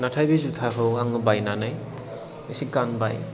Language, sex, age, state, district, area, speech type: Bodo, male, 30-45, Assam, Chirang, urban, spontaneous